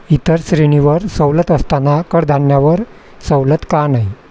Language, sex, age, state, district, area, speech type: Marathi, male, 60+, Maharashtra, Wardha, rural, read